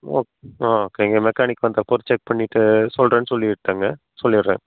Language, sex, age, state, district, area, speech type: Tamil, male, 30-45, Tamil Nadu, Coimbatore, rural, conversation